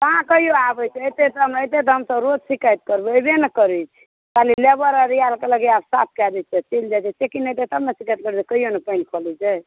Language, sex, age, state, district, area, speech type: Maithili, female, 45-60, Bihar, Supaul, rural, conversation